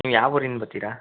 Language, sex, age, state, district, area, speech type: Kannada, male, 45-60, Karnataka, Mysore, rural, conversation